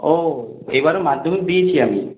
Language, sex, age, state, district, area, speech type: Bengali, male, 18-30, West Bengal, Purulia, urban, conversation